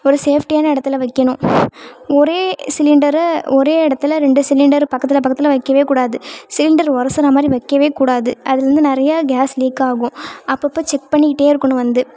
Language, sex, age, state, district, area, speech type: Tamil, female, 18-30, Tamil Nadu, Thanjavur, rural, spontaneous